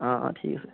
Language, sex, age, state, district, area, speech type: Assamese, male, 18-30, Assam, Tinsukia, urban, conversation